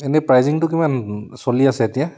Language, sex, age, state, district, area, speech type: Assamese, male, 45-60, Assam, Charaideo, urban, spontaneous